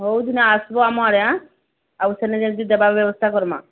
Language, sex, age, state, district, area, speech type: Odia, female, 45-60, Odisha, Sambalpur, rural, conversation